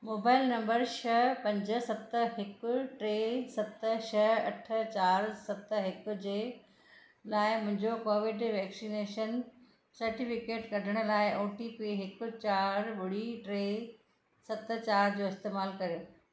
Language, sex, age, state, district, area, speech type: Sindhi, female, 45-60, Maharashtra, Thane, urban, read